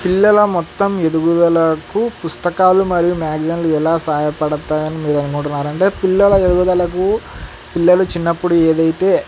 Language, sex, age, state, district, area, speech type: Telugu, male, 18-30, Andhra Pradesh, Sri Satya Sai, urban, spontaneous